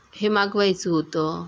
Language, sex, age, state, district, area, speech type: Marathi, female, 30-45, Maharashtra, Nagpur, urban, spontaneous